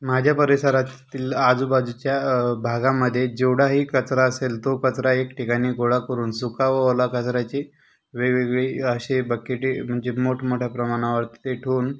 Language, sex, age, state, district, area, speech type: Marathi, male, 30-45, Maharashtra, Buldhana, urban, spontaneous